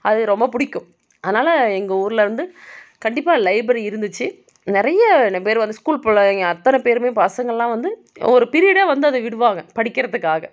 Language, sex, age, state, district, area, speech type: Tamil, female, 30-45, Tamil Nadu, Dharmapuri, rural, spontaneous